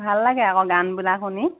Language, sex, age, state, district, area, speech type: Assamese, female, 30-45, Assam, Sivasagar, rural, conversation